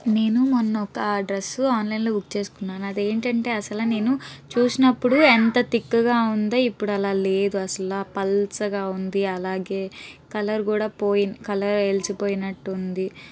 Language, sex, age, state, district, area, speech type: Telugu, female, 18-30, Andhra Pradesh, Guntur, urban, spontaneous